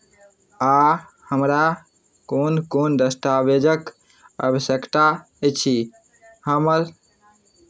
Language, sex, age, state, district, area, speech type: Maithili, male, 18-30, Bihar, Madhubani, rural, read